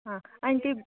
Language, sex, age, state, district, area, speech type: Kannada, female, 45-60, Karnataka, Chitradurga, rural, conversation